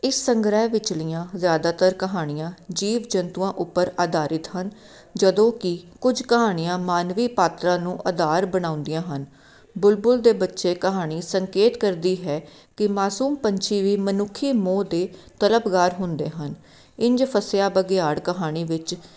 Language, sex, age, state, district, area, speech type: Punjabi, female, 30-45, Punjab, Jalandhar, urban, spontaneous